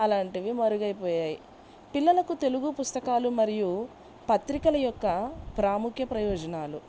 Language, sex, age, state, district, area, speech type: Telugu, female, 30-45, Andhra Pradesh, Bapatla, rural, spontaneous